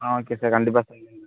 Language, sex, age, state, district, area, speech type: Tamil, male, 18-30, Tamil Nadu, Tiruchirappalli, rural, conversation